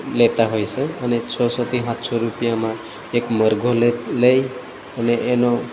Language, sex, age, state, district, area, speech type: Gujarati, male, 30-45, Gujarat, Narmada, rural, spontaneous